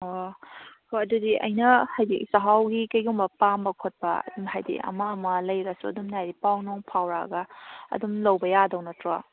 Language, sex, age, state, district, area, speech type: Manipuri, female, 30-45, Manipur, Kakching, rural, conversation